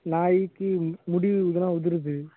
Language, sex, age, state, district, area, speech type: Tamil, male, 18-30, Tamil Nadu, Thoothukudi, rural, conversation